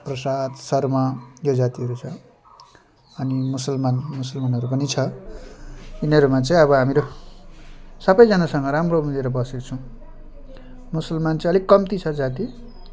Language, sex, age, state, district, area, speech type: Nepali, male, 30-45, West Bengal, Jalpaiguri, urban, spontaneous